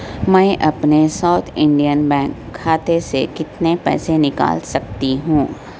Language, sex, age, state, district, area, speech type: Urdu, female, 18-30, Telangana, Hyderabad, urban, read